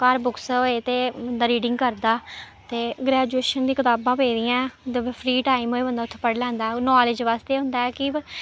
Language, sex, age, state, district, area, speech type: Dogri, female, 18-30, Jammu and Kashmir, Samba, rural, spontaneous